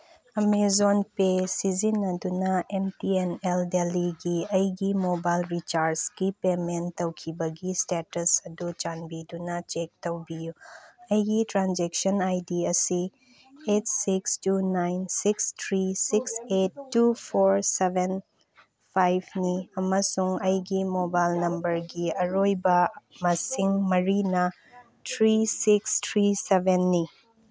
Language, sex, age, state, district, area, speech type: Manipuri, female, 30-45, Manipur, Chandel, rural, read